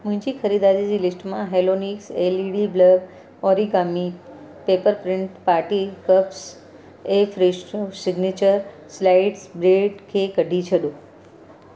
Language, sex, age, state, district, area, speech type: Sindhi, female, 45-60, Gujarat, Surat, urban, read